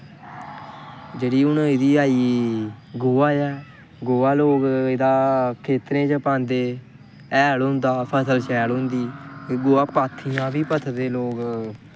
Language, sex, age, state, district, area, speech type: Dogri, male, 18-30, Jammu and Kashmir, Kathua, rural, spontaneous